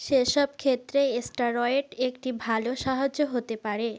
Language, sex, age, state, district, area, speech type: Bengali, female, 45-60, West Bengal, North 24 Parganas, rural, read